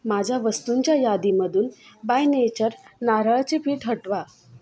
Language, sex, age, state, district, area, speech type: Marathi, female, 18-30, Maharashtra, Solapur, urban, read